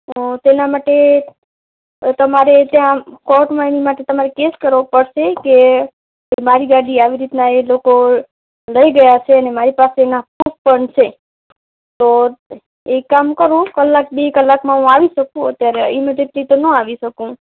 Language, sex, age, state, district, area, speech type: Gujarati, female, 30-45, Gujarat, Kutch, rural, conversation